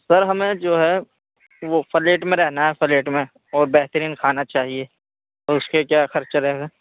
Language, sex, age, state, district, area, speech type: Urdu, male, 18-30, Uttar Pradesh, Saharanpur, urban, conversation